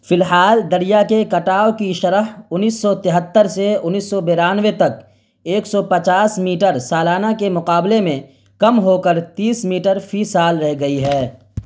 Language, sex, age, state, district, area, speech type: Urdu, male, 30-45, Bihar, Darbhanga, urban, read